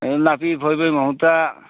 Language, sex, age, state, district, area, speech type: Manipuri, male, 60+, Manipur, Imphal East, urban, conversation